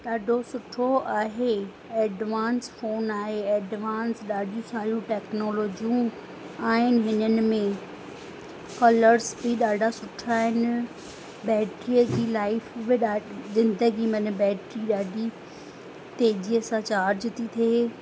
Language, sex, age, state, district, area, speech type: Sindhi, female, 45-60, Rajasthan, Ajmer, urban, spontaneous